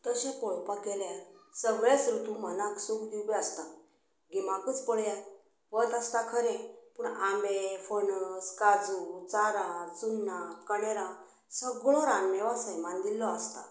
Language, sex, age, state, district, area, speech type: Goan Konkani, female, 60+, Goa, Canacona, rural, spontaneous